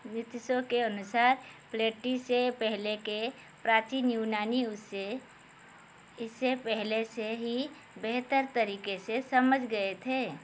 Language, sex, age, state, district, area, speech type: Hindi, female, 45-60, Madhya Pradesh, Chhindwara, rural, read